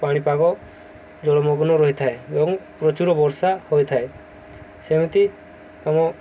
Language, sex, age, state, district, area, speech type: Odia, male, 18-30, Odisha, Subarnapur, urban, spontaneous